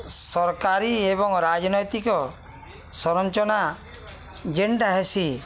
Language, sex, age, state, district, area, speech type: Odia, male, 45-60, Odisha, Balangir, urban, spontaneous